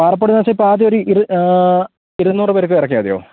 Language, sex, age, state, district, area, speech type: Malayalam, male, 30-45, Kerala, Thiruvananthapuram, urban, conversation